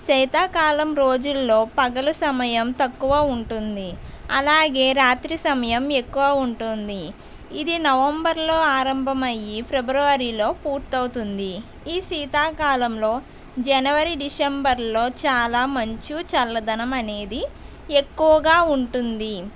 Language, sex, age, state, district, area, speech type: Telugu, female, 60+, Andhra Pradesh, East Godavari, urban, spontaneous